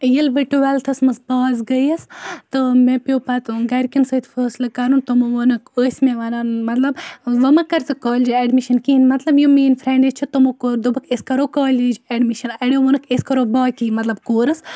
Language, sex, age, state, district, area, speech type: Kashmiri, female, 18-30, Jammu and Kashmir, Baramulla, rural, spontaneous